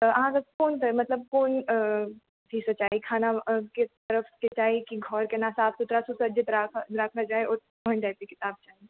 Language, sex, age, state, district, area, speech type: Maithili, female, 18-30, Bihar, Supaul, urban, conversation